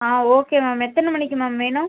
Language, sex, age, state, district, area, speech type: Tamil, female, 18-30, Tamil Nadu, Cuddalore, rural, conversation